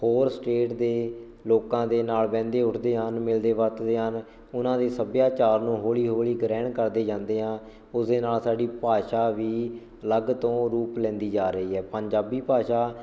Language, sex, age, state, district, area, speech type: Punjabi, male, 18-30, Punjab, Shaheed Bhagat Singh Nagar, rural, spontaneous